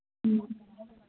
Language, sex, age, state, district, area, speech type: Manipuri, female, 18-30, Manipur, Kangpokpi, urban, conversation